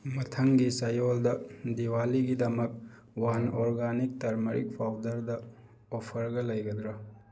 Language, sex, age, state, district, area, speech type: Manipuri, male, 18-30, Manipur, Thoubal, rural, read